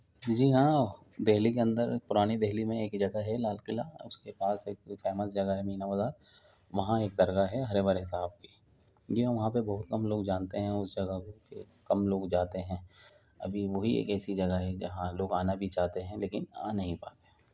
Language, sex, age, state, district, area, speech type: Urdu, male, 30-45, Delhi, Central Delhi, urban, spontaneous